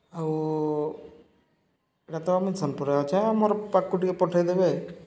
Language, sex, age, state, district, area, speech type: Odia, male, 30-45, Odisha, Subarnapur, urban, spontaneous